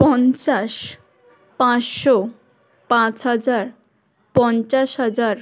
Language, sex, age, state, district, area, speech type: Bengali, female, 18-30, West Bengal, Hooghly, urban, spontaneous